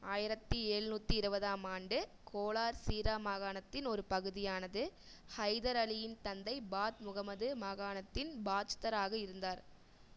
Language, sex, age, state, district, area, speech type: Tamil, female, 18-30, Tamil Nadu, Erode, rural, read